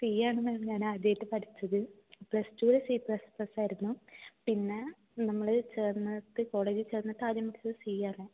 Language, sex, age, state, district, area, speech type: Malayalam, female, 18-30, Kerala, Palakkad, urban, conversation